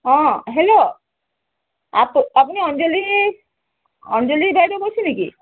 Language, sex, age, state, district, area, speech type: Assamese, female, 45-60, Assam, Dibrugarh, rural, conversation